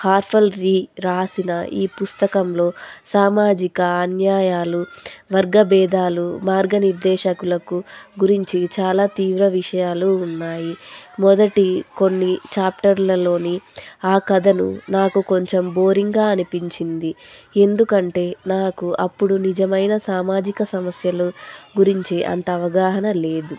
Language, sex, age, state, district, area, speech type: Telugu, female, 18-30, Andhra Pradesh, Anantapur, rural, spontaneous